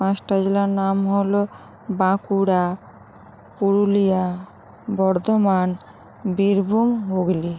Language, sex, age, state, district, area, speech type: Bengali, female, 45-60, West Bengal, Hooghly, urban, spontaneous